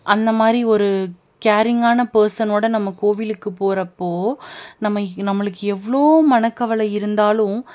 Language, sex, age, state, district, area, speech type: Tamil, female, 18-30, Tamil Nadu, Tiruppur, urban, spontaneous